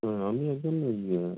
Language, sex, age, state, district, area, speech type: Bengali, male, 18-30, West Bengal, North 24 Parganas, rural, conversation